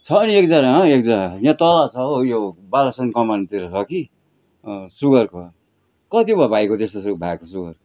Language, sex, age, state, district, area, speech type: Nepali, male, 60+, West Bengal, Darjeeling, rural, spontaneous